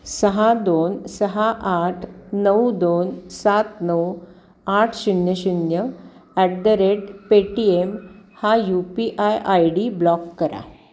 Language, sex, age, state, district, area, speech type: Marathi, female, 60+, Maharashtra, Pune, urban, read